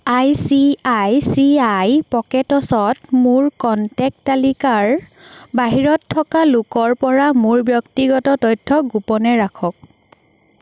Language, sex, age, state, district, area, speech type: Assamese, female, 30-45, Assam, Biswanath, rural, read